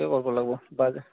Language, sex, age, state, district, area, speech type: Assamese, male, 30-45, Assam, Goalpara, urban, conversation